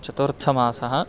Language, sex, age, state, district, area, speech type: Sanskrit, male, 18-30, Karnataka, Bangalore Rural, rural, spontaneous